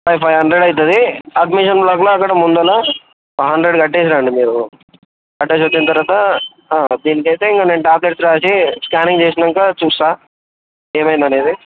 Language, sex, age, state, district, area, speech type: Telugu, male, 18-30, Telangana, Medchal, urban, conversation